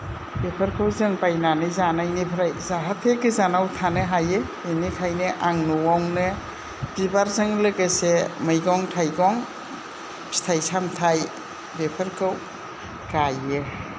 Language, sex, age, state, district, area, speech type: Bodo, female, 60+, Assam, Kokrajhar, rural, spontaneous